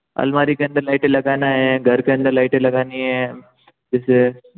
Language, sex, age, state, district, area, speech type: Hindi, male, 18-30, Rajasthan, Jodhpur, urban, conversation